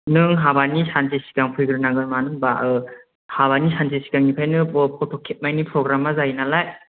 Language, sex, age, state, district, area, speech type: Bodo, male, 18-30, Assam, Chirang, rural, conversation